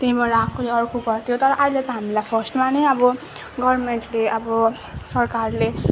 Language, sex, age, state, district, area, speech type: Nepali, female, 18-30, West Bengal, Darjeeling, rural, spontaneous